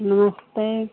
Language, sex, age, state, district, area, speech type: Hindi, female, 45-60, Uttar Pradesh, Pratapgarh, rural, conversation